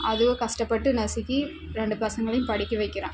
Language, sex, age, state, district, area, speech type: Tamil, female, 18-30, Tamil Nadu, Dharmapuri, rural, spontaneous